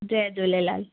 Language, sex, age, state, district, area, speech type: Sindhi, female, 18-30, Gujarat, Kutch, rural, conversation